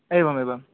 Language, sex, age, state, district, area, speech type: Sanskrit, male, 18-30, West Bengal, Paschim Medinipur, urban, conversation